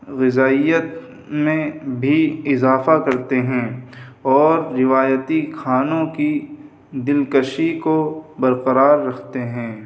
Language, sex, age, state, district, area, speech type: Urdu, male, 30-45, Uttar Pradesh, Muzaffarnagar, urban, spontaneous